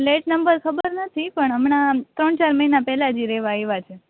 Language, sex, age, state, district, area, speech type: Gujarati, female, 18-30, Gujarat, Rajkot, urban, conversation